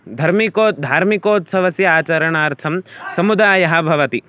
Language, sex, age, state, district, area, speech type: Sanskrit, male, 18-30, Karnataka, Davanagere, rural, spontaneous